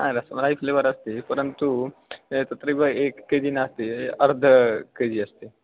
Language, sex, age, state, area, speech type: Sanskrit, male, 18-30, Bihar, rural, conversation